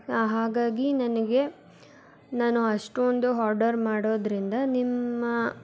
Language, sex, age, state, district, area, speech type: Kannada, female, 18-30, Karnataka, Davanagere, urban, spontaneous